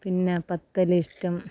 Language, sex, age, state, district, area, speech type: Malayalam, female, 45-60, Kerala, Kasaragod, rural, spontaneous